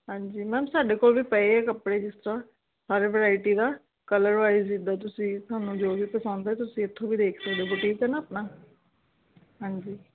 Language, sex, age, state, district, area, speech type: Punjabi, female, 30-45, Punjab, Ludhiana, urban, conversation